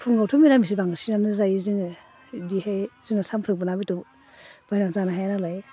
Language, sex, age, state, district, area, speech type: Bodo, female, 30-45, Assam, Baksa, rural, spontaneous